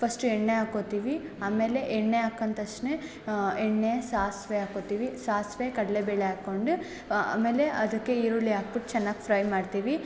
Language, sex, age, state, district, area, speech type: Kannada, female, 18-30, Karnataka, Mysore, urban, spontaneous